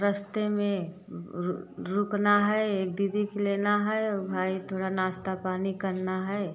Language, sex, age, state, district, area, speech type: Hindi, female, 45-60, Uttar Pradesh, Prayagraj, urban, spontaneous